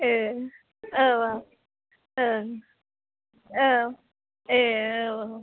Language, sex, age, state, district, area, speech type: Bodo, female, 30-45, Assam, Chirang, urban, conversation